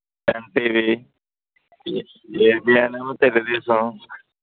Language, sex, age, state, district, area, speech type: Telugu, male, 60+, Andhra Pradesh, East Godavari, rural, conversation